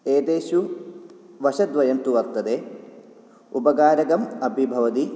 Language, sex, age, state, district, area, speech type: Sanskrit, male, 18-30, Kerala, Kottayam, urban, spontaneous